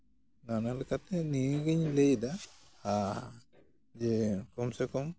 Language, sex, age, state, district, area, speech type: Santali, male, 60+, West Bengal, Jhargram, rural, spontaneous